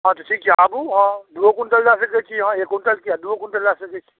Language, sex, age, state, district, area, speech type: Maithili, male, 45-60, Bihar, Saharsa, rural, conversation